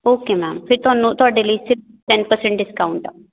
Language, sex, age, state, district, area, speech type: Punjabi, female, 18-30, Punjab, Patiala, urban, conversation